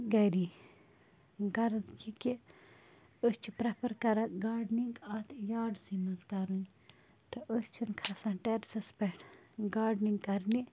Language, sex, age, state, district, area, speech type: Kashmiri, female, 45-60, Jammu and Kashmir, Bandipora, rural, spontaneous